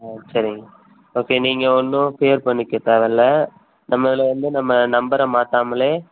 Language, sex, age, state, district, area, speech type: Tamil, male, 18-30, Tamil Nadu, Madurai, urban, conversation